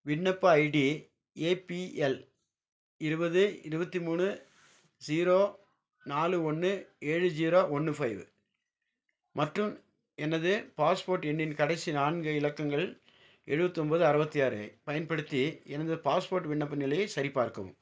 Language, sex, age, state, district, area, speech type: Tamil, male, 45-60, Tamil Nadu, Nilgiris, urban, read